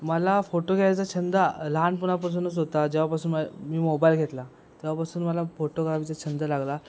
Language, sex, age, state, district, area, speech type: Marathi, male, 18-30, Maharashtra, Ratnagiri, rural, spontaneous